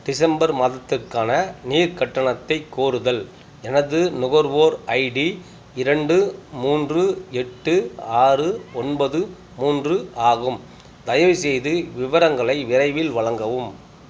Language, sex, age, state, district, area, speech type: Tamil, male, 45-60, Tamil Nadu, Tiruppur, rural, read